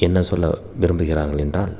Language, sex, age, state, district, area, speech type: Tamil, male, 30-45, Tamil Nadu, Salem, rural, spontaneous